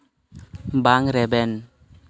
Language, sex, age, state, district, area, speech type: Santali, male, 18-30, West Bengal, Jhargram, rural, read